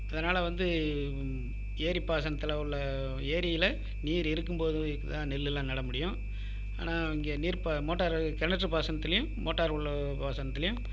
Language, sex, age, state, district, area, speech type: Tamil, male, 60+, Tamil Nadu, Viluppuram, rural, spontaneous